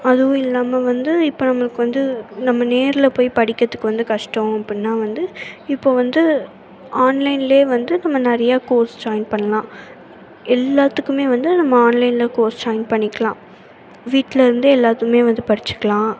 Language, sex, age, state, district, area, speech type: Tamil, female, 18-30, Tamil Nadu, Tirunelveli, rural, spontaneous